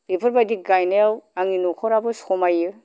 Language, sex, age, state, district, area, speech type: Bodo, male, 45-60, Assam, Kokrajhar, urban, spontaneous